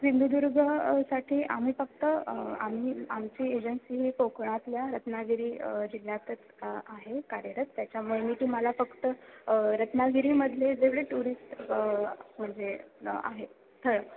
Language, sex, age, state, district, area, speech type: Marathi, female, 18-30, Maharashtra, Ratnagiri, rural, conversation